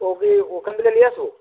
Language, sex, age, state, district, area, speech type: Bengali, male, 30-45, West Bengal, Jhargram, rural, conversation